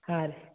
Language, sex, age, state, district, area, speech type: Kannada, male, 18-30, Karnataka, Gulbarga, urban, conversation